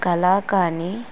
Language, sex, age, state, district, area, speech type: Telugu, female, 18-30, Andhra Pradesh, Kurnool, rural, spontaneous